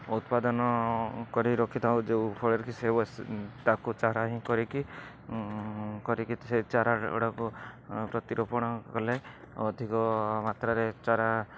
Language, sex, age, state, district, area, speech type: Odia, male, 60+, Odisha, Rayagada, rural, spontaneous